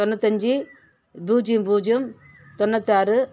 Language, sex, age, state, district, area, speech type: Tamil, female, 60+, Tamil Nadu, Viluppuram, rural, spontaneous